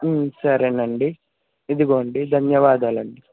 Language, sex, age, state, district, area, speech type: Telugu, male, 45-60, Andhra Pradesh, West Godavari, rural, conversation